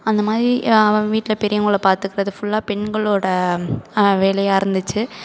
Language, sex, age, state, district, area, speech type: Tamil, female, 18-30, Tamil Nadu, Perambalur, rural, spontaneous